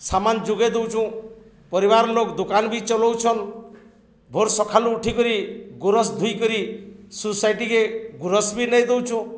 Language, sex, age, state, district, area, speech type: Odia, male, 60+, Odisha, Balangir, urban, spontaneous